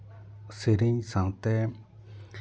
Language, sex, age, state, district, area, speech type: Santali, male, 30-45, West Bengal, Purba Bardhaman, rural, spontaneous